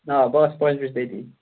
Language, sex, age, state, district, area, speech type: Kashmiri, male, 18-30, Jammu and Kashmir, Ganderbal, rural, conversation